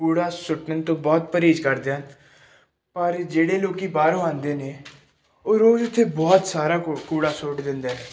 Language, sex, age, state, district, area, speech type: Punjabi, male, 18-30, Punjab, Pathankot, urban, spontaneous